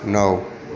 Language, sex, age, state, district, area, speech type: Gujarati, male, 18-30, Gujarat, Aravalli, rural, read